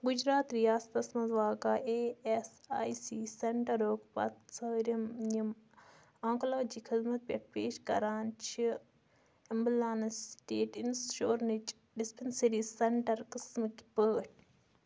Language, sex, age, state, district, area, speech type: Kashmiri, female, 30-45, Jammu and Kashmir, Budgam, rural, read